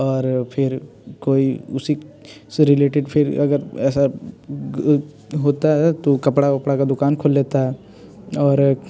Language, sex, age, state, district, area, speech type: Hindi, male, 18-30, Bihar, Muzaffarpur, rural, spontaneous